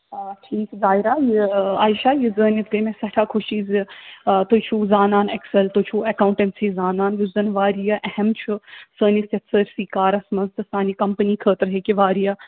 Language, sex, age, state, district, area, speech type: Kashmiri, female, 45-60, Jammu and Kashmir, Srinagar, urban, conversation